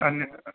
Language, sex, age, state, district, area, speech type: Sanskrit, male, 30-45, Karnataka, Udupi, urban, conversation